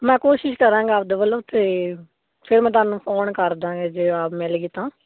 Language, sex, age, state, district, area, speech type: Punjabi, female, 18-30, Punjab, Fazilka, rural, conversation